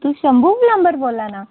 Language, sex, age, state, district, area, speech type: Dogri, female, 18-30, Jammu and Kashmir, Udhampur, rural, conversation